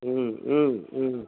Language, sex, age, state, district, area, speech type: Tamil, male, 60+, Tamil Nadu, Perambalur, urban, conversation